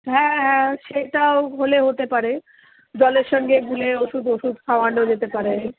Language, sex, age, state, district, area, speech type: Bengali, female, 45-60, West Bengal, Darjeeling, rural, conversation